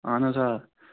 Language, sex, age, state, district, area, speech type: Kashmiri, male, 30-45, Jammu and Kashmir, Srinagar, urban, conversation